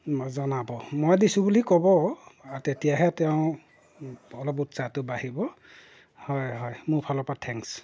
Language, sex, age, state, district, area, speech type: Assamese, male, 45-60, Assam, Golaghat, rural, spontaneous